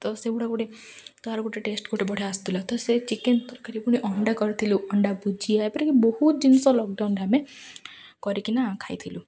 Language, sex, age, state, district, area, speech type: Odia, female, 18-30, Odisha, Ganjam, urban, spontaneous